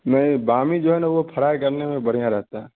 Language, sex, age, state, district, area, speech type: Urdu, male, 18-30, Bihar, Darbhanga, rural, conversation